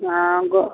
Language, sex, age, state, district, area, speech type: Maithili, female, 60+, Bihar, Araria, rural, conversation